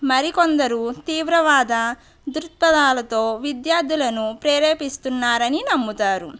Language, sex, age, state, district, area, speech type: Telugu, female, 45-60, Andhra Pradesh, Konaseema, urban, spontaneous